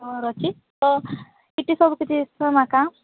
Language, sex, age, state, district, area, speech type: Odia, female, 18-30, Odisha, Nabarangpur, urban, conversation